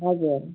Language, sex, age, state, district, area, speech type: Nepali, female, 45-60, West Bengal, Darjeeling, rural, conversation